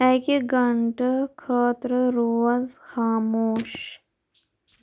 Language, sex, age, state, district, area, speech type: Kashmiri, female, 18-30, Jammu and Kashmir, Kulgam, rural, read